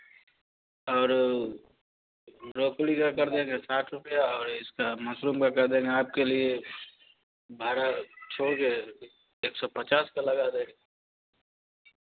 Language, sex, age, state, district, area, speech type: Hindi, male, 30-45, Bihar, Vaishali, urban, conversation